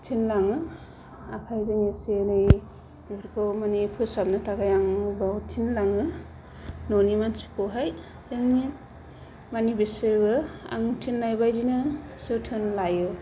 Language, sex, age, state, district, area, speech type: Bodo, female, 30-45, Assam, Kokrajhar, rural, spontaneous